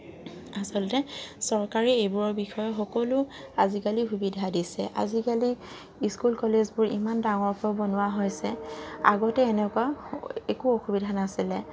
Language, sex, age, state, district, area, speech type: Assamese, female, 45-60, Assam, Charaideo, urban, spontaneous